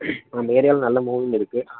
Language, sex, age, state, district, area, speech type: Tamil, male, 18-30, Tamil Nadu, Vellore, rural, conversation